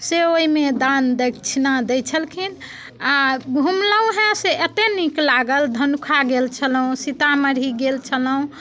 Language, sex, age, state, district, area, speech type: Maithili, female, 45-60, Bihar, Muzaffarpur, urban, spontaneous